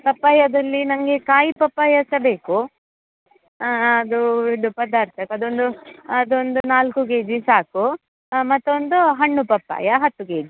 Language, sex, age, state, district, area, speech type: Kannada, female, 30-45, Karnataka, Dakshina Kannada, urban, conversation